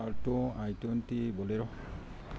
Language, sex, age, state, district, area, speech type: Manipuri, male, 60+, Manipur, Imphal East, urban, spontaneous